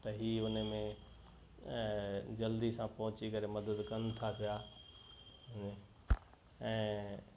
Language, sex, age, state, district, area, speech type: Sindhi, male, 60+, Gujarat, Kutch, urban, spontaneous